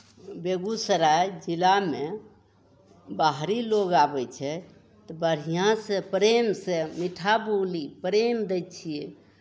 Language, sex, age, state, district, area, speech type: Maithili, female, 45-60, Bihar, Begusarai, urban, spontaneous